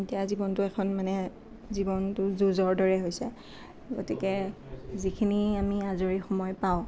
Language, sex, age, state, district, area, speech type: Assamese, female, 18-30, Assam, Nalbari, rural, spontaneous